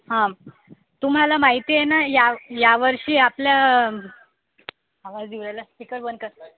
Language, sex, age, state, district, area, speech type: Marathi, female, 18-30, Maharashtra, Akola, urban, conversation